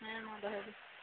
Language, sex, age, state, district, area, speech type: Santali, female, 18-30, West Bengal, Bankura, rural, conversation